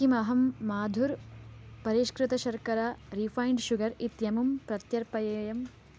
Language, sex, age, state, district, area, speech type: Sanskrit, female, 18-30, Karnataka, Chikkamagaluru, urban, read